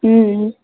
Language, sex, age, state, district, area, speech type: Assamese, female, 18-30, Assam, Majuli, urban, conversation